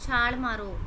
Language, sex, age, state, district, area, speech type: Punjabi, female, 30-45, Punjab, Mohali, urban, read